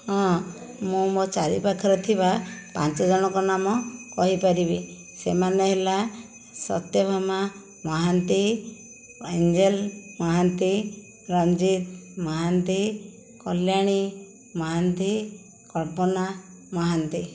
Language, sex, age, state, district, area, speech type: Odia, female, 60+, Odisha, Khordha, rural, spontaneous